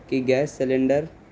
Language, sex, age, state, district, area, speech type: Urdu, male, 18-30, Bihar, Gaya, urban, spontaneous